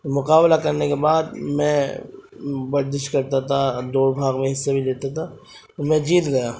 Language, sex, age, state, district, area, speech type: Urdu, male, 18-30, Uttar Pradesh, Ghaziabad, rural, spontaneous